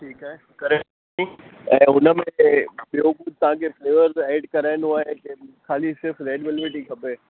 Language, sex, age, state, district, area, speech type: Sindhi, male, 30-45, Gujarat, Kutch, rural, conversation